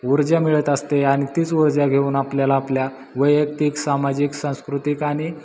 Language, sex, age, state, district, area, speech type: Marathi, male, 18-30, Maharashtra, Satara, rural, spontaneous